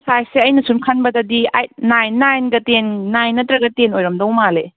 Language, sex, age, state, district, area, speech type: Manipuri, female, 18-30, Manipur, Kangpokpi, urban, conversation